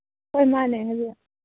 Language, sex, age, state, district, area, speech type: Manipuri, female, 30-45, Manipur, Kangpokpi, urban, conversation